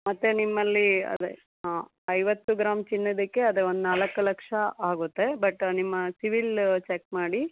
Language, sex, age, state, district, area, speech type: Kannada, female, 30-45, Karnataka, Chikkaballapur, urban, conversation